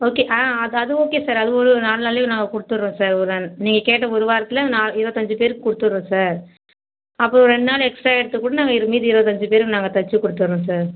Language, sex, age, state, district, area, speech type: Tamil, female, 30-45, Tamil Nadu, Viluppuram, rural, conversation